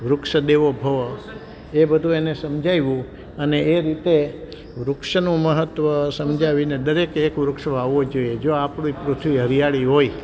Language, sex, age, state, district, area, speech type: Gujarati, male, 60+, Gujarat, Amreli, rural, spontaneous